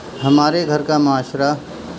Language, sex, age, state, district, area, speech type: Urdu, male, 60+, Uttar Pradesh, Muzaffarnagar, urban, spontaneous